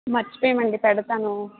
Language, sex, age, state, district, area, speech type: Telugu, female, 45-60, Andhra Pradesh, Vizianagaram, rural, conversation